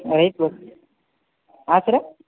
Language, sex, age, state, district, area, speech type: Kannada, male, 18-30, Karnataka, Gadag, urban, conversation